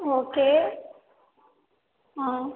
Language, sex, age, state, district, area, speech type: Tamil, female, 18-30, Tamil Nadu, Cuddalore, rural, conversation